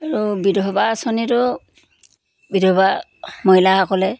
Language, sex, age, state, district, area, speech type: Assamese, female, 60+, Assam, Dhemaji, rural, spontaneous